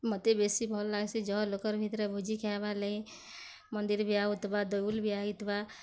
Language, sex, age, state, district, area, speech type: Odia, female, 30-45, Odisha, Bargarh, urban, spontaneous